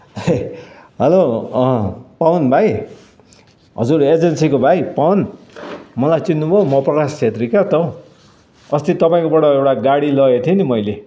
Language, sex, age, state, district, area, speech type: Nepali, male, 60+, West Bengal, Kalimpong, rural, spontaneous